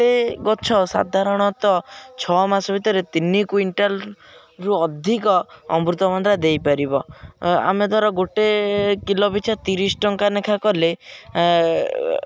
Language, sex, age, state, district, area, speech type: Odia, male, 18-30, Odisha, Jagatsinghpur, rural, spontaneous